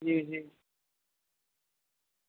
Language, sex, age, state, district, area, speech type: Urdu, male, 60+, Delhi, North East Delhi, urban, conversation